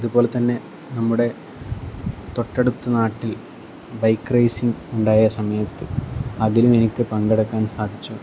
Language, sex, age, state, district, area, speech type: Malayalam, male, 18-30, Kerala, Kozhikode, rural, spontaneous